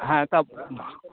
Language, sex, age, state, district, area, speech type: Bengali, male, 45-60, West Bengal, Dakshin Dinajpur, rural, conversation